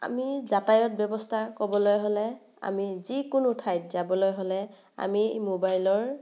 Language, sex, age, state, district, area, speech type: Assamese, female, 18-30, Assam, Morigaon, rural, spontaneous